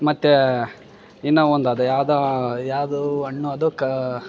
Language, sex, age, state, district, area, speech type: Kannada, male, 18-30, Karnataka, Bellary, rural, spontaneous